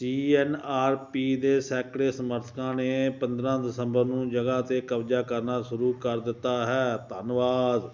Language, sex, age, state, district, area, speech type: Punjabi, male, 60+, Punjab, Ludhiana, rural, read